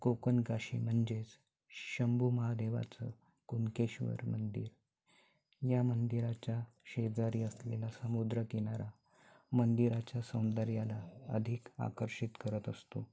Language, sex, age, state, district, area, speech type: Marathi, male, 18-30, Maharashtra, Sindhudurg, rural, spontaneous